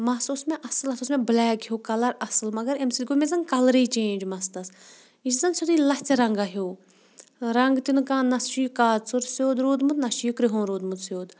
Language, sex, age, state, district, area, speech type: Kashmiri, female, 30-45, Jammu and Kashmir, Kulgam, rural, spontaneous